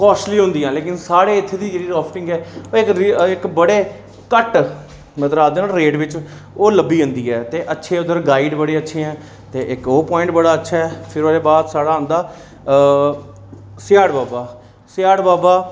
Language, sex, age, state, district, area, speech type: Dogri, male, 30-45, Jammu and Kashmir, Reasi, urban, spontaneous